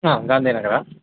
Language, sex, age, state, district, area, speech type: Kannada, male, 18-30, Karnataka, Mandya, urban, conversation